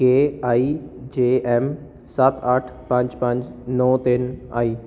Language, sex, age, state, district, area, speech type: Punjabi, male, 18-30, Punjab, Jalandhar, urban, read